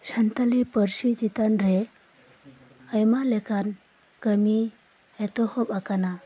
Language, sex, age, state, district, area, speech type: Santali, female, 30-45, West Bengal, Birbhum, rural, spontaneous